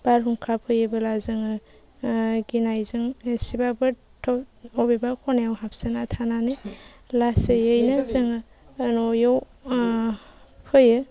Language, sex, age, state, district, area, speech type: Bodo, female, 30-45, Assam, Baksa, rural, spontaneous